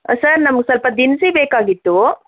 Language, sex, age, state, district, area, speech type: Kannada, female, 45-60, Karnataka, Chikkaballapur, rural, conversation